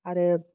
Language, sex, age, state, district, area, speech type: Bodo, female, 45-60, Assam, Udalguri, urban, spontaneous